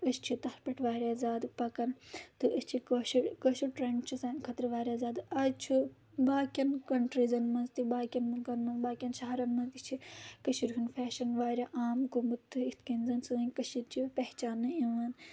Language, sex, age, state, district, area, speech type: Kashmiri, female, 18-30, Jammu and Kashmir, Anantnag, rural, spontaneous